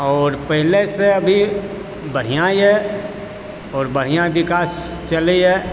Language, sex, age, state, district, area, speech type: Maithili, male, 45-60, Bihar, Supaul, rural, spontaneous